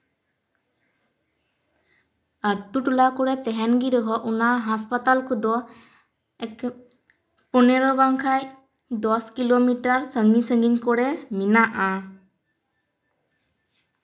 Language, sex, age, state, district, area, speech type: Santali, female, 18-30, West Bengal, Purba Bardhaman, rural, spontaneous